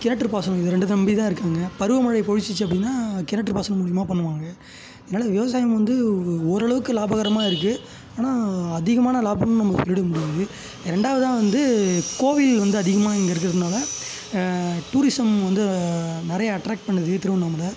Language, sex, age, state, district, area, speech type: Tamil, male, 18-30, Tamil Nadu, Tiruvannamalai, rural, spontaneous